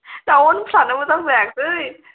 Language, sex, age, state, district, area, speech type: Bodo, female, 18-30, Assam, Chirang, urban, conversation